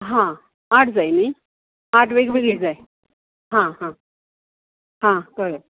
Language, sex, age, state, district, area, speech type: Goan Konkani, female, 45-60, Goa, Canacona, rural, conversation